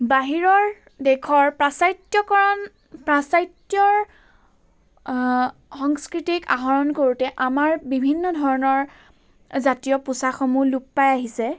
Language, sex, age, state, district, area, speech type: Assamese, female, 18-30, Assam, Charaideo, urban, spontaneous